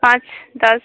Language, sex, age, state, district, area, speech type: Hindi, female, 18-30, Bihar, Vaishali, rural, conversation